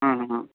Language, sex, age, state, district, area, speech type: Marathi, male, 30-45, Maharashtra, Osmanabad, rural, conversation